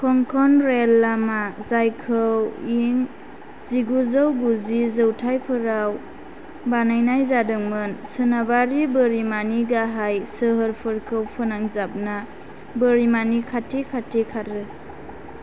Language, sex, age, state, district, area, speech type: Bodo, female, 18-30, Assam, Chirang, rural, read